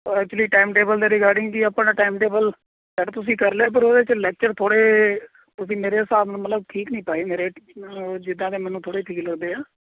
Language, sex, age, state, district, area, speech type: Punjabi, male, 45-60, Punjab, Kapurthala, urban, conversation